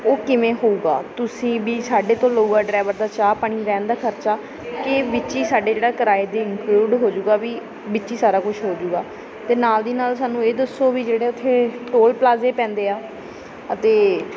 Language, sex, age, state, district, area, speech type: Punjabi, female, 18-30, Punjab, Bathinda, rural, spontaneous